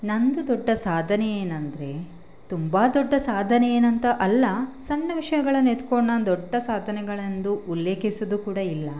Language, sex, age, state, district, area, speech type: Kannada, female, 30-45, Karnataka, Chitradurga, rural, spontaneous